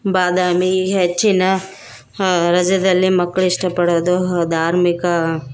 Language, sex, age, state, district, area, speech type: Kannada, female, 30-45, Karnataka, Bellary, rural, spontaneous